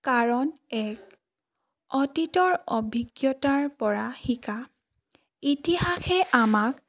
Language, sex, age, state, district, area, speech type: Assamese, female, 18-30, Assam, Charaideo, urban, spontaneous